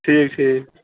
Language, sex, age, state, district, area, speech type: Kashmiri, male, 30-45, Jammu and Kashmir, Ganderbal, rural, conversation